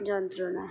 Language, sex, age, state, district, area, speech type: Bengali, female, 30-45, West Bengal, Murshidabad, rural, spontaneous